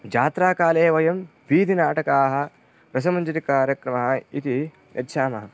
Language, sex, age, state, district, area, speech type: Sanskrit, male, 18-30, Karnataka, Vijayapura, rural, spontaneous